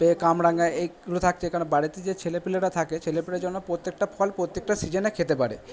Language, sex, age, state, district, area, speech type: Bengali, male, 18-30, West Bengal, Purba Bardhaman, urban, spontaneous